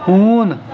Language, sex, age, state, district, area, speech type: Kashmiri, male, 18-30, Jammu and Kashmir, Pulwama, rural, read